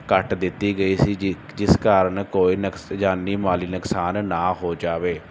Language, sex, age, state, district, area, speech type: Punjabi, male, 30-45, Punjab, Barnala, rural, spontaneous